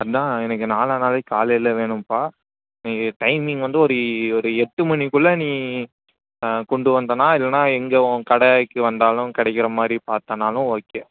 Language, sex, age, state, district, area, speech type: Tamil, male, 18-30, Tamil Nadu, Chennai, urban, conversation